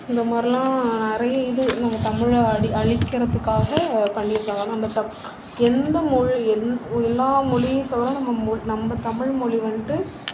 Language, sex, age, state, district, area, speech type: Tamil, female, 18-30, Tamil Nadu, Nagapattinam, rural, spontaneous